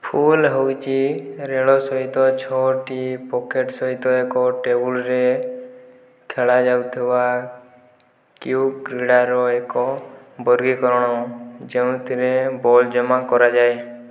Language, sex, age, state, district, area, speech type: Odia, male, 18-30, Odisha, Boudh, rural, read